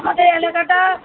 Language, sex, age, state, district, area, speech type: Bengali, female, 30-45, West Bengal, Birbhum, urban, conversation